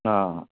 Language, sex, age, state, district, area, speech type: Kannada, male, 45-60, Karnataka, Bellary, rural, conversation